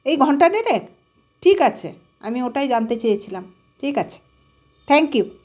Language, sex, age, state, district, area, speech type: Bengali, female, 45-60, West Bengal, Malda, rural, spontaneous